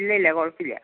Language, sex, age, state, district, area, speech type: Malayalam, male, 18-30, Kerala, Wayanad, rural, conversation